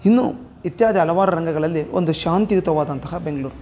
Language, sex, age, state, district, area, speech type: Kannada, male, 30-45, Karnataka, Bellary, rural, spontaneous